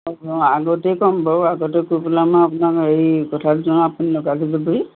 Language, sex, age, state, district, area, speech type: Assamese, female, 60+, Assam, Golaghat, urban, conversation